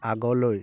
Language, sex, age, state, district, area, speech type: Assamese, male, 18-30, Assam, Dibrugarh, rural, read